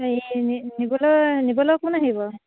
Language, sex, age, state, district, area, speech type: Assamese, female, 30-45, Assam, Sivasagar, rural, conversation